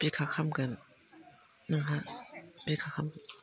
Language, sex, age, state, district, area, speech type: Bodo, female, 60+, Assam, Udalguri, rural, spontaneous